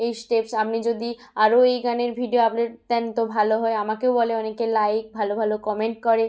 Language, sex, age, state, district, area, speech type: Bengali, female, 18-30, West Bengal, Bankura, rural, spontaneous